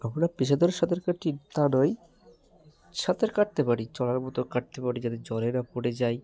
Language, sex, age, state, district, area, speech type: Bengali, male, 18-30, West Bengal, Hooghly, urban, spontaneous